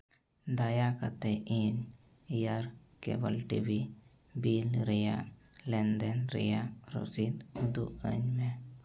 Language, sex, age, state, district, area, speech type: Santali, male, 18-30, Jharkhand, East Singhbhum, rural, read